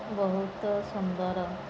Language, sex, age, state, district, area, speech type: Odia, female, 30-45, Odisha, Sundergarh, urban, spontaneous